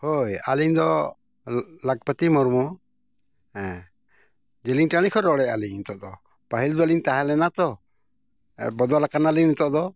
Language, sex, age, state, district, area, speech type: Santali, male, 45-60, Jharkhand, Bokaro, rural, spontaneous